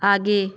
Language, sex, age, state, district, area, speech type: Hindi, female, 60+, Madhya Pradesh, Bhopal, urban, read